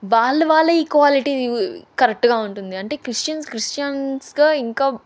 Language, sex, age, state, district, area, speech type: Telugu, female, 30-45, Andhra Pradesh, Chittoor, rural, spontaneous